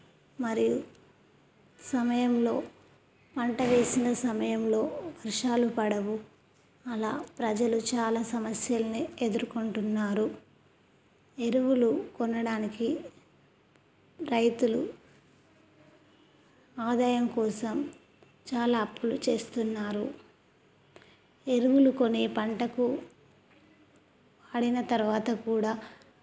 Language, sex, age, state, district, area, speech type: Telugu, female, 30-45, Telangana, Karimnagar, rural, spontaneous